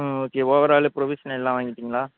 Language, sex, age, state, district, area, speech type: Tamil, male, 18-30, Tamil Nadu, Tiruvarur, urban, conversation